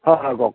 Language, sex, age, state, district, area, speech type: Assamese, male, 45-60, Assam, Kamrup Metropolitan, urban, conversation